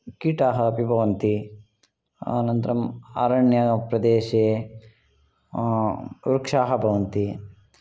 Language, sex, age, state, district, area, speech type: Sanskrit, male, 45-60, Karnataka, Shimoga, urban, spontaneous